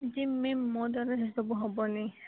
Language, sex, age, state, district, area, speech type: Odia, female, 18-30, Odisha, Koraput, urban, conversation